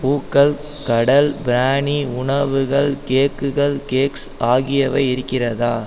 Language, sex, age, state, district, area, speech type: Tamil, female, 18-30, Tamil Nadu, Mayiladuthurai, urban, read